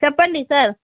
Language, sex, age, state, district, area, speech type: Telugu, female, 30-45, Andhra Pradesh, Krishna, urban, conversation